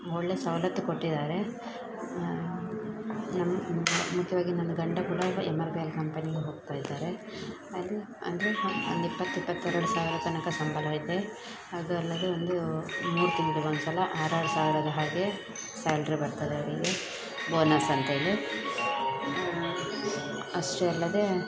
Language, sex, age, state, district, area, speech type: Kannada, female, 30-45, Karnataka, Dakshina Kannada, rural, spontaneous